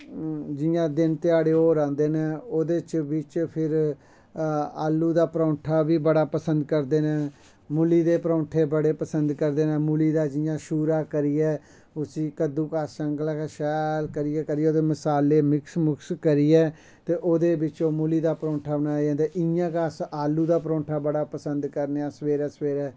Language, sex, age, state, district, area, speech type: Dogri, male, 45-60, Jammu and Kashmir, Samba, rural, spontaneous